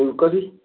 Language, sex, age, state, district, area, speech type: Odia, male, 18-30, Odisha, Kendujhar, urban, conversation